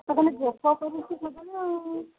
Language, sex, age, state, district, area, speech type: Odia, female, 30-45, Odisha, Cuttack, urban, conversation